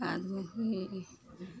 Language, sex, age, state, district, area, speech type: Maithili, female, 45-60, Bihar, Araria, rural, spontaneous